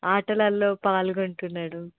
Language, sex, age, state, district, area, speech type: Telugu, female, 18-30, Telangana, Medak, rural, conversation